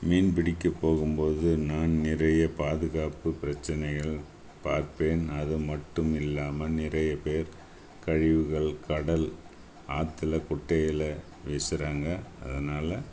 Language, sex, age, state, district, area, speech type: Tamil, male, 60+, Tamil Nadu, Viluppuram, rural, spontaneous